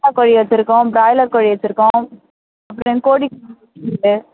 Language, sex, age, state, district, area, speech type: Tamil, female, 18-30, Tamil Nadu, Tiruvannamalai, rural, conversation